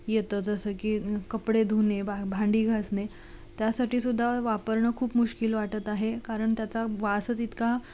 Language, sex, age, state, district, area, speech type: Marathi, female, 18-30, Maharashtra, Sangli, urban, spontaneous